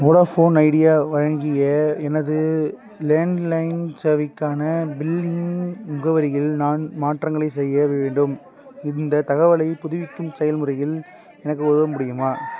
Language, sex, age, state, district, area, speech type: Tamil, male, 18-30, Tamil Nadu, Tiruppur, rural, read